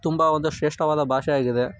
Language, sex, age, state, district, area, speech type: Kannada, male, 18-30, Karnataka, Koppal, rural, spontaneous